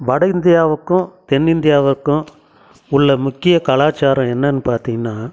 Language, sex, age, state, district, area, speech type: Tamil, male, 60+, Tamil Nadu, Krishnagiri, rural, spontaneous